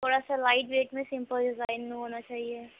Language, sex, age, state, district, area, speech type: Urdu, female, 18-30, Uttar Pradesh, Shahjahanpur, urban, conversation